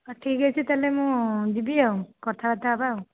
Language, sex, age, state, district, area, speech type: Odia, female, 18-30, Odisha, Dhenkanal, rural, conversation